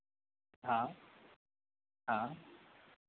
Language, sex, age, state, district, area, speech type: Hindi, male, 18-30, Madhya Pradesh, Narsinghpur, rural, conversation